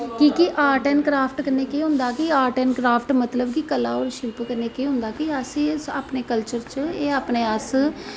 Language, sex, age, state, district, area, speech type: Dogri, female, 45-60, Jammu and Kashmir, Jammu, urban, spontaneous